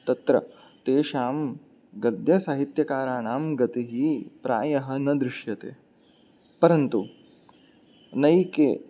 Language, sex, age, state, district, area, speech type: Sanskrit, male, 18-30, Maharashtra, Mumbai City, urban, spontaneous